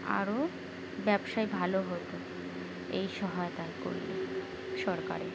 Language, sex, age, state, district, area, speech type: Bengali, female, 45-60, West Bengal, Birbhum, urban, spontaneous